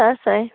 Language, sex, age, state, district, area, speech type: Manipuri, female, 30-45, Manipur, Chandel, rural, conversation